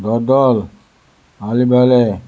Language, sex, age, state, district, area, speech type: Goan Konkani, male, 60+, Goa, Salcete, rural, spontaneous